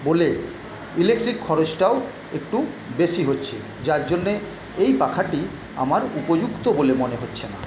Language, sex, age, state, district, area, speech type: Bengali, male, 60+, West Bengal, Paschim Medinipur, rural, spontaneous